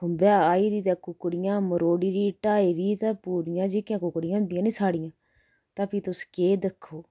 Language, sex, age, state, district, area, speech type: Dogri, female, 30-45, Jammu and Kashmir, Udhampur, rural, spontaneous